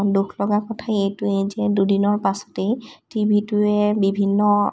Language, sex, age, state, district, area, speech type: Assamese, female, 18-30, Assam, Sonitpur, rural, spontaneous